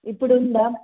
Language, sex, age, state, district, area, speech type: Telugu, female, 18-30, Andhra Pradesh, Sri Satya Sai, urban, conversation